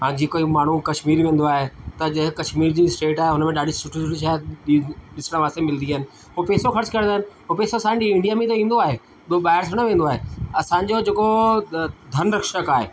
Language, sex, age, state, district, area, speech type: Sindhi, male, 45-60, Delhi, South Delhi, urban, spontaneous